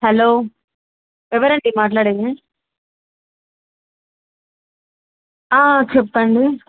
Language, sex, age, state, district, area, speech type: Telugu, female, 18-30, Telangana, Mulugu, urban, conversation